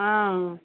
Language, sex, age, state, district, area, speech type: Tamil, female, 30-45, Tamil Nadu, Thoothukudi, urban, conversation